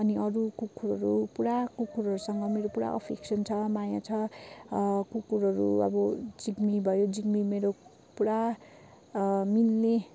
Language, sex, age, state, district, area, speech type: Nepali, female, 18-30, West Bengal, Darjeeling, rural, spontaneous